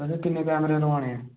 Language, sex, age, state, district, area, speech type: Dogri, male, 18-30, Jammu and Kashmir, Samba, rural, conversation